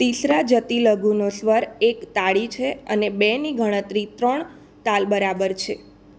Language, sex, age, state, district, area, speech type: Gujarati, female, 18-30, Gujarat, Surat, rural, read